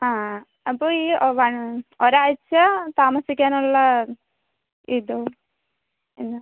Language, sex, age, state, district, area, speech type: Malayalam, female, 30-45, Kerala, Palakkad, rural, conversation